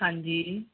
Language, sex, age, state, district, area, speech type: Punjabi, female, 45-60, Punjab, Gurdaspur, rural, conversation